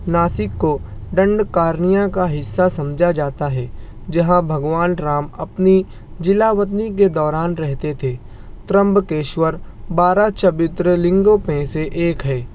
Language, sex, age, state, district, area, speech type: Urdu, male, 60+, Maharashtra, Nashik, rural, spontaneous